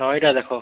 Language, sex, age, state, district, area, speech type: Odia, male, 18-30, Odisha, Bargarh, urban, conversation